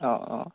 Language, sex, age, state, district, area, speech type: Assamese, male, 18-30, Assam, Golaghat, rural, conversation